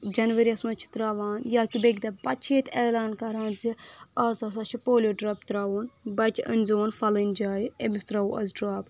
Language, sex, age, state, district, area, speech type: Kashmiri, female, 18-30, Jammu and Kashmir, Budgam, rural, spontaneous